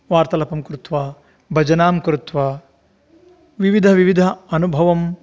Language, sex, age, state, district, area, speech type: Sanskrit, male, 45-60, Karnataka, Davanagere, rural, spontaneous